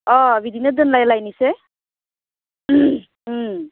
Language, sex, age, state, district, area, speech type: Bodo, female, 30-45, Assam, Udalguri, urban, conversation